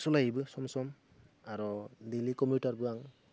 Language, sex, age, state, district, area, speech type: Bodo, male, 30-45, Assam, Goalpara, rural, spontaneous